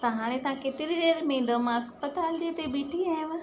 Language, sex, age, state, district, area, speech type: Sindhi, female, 30-45, Madhya Pradesh, Katni, urban, spontaneous